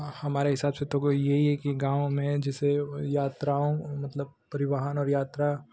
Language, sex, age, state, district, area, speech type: Hindi, male, 18-30, Uttar Pradesh, Ghazipur, rural, spontaneous